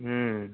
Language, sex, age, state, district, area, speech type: Bengali, male, 18-30, West Bengal, Howrah, urban, conversation